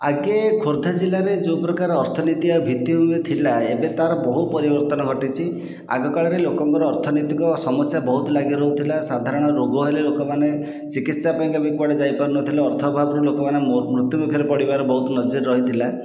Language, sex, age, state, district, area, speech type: Odia, male, 45-60, Odisha, Khordha, rural, spontaneous